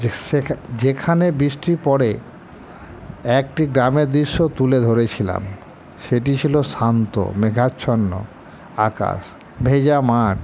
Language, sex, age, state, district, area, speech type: Bengali, male, 60+, West Bengal, Murshidabad, rural, spontaneous